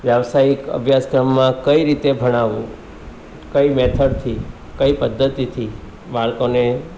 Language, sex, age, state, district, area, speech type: Gujarati, male, 45-60, Gujarat, Surat, urban, spontaneous